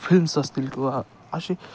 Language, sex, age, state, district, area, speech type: Marathi, male, 18-30, Maharashtra, Ahmednagar, rural, spontaneous